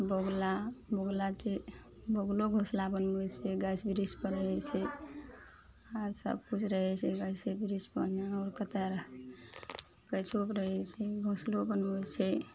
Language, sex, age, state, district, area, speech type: Maithili, female, 45-60, Bihar, Araria, rural, spontaneous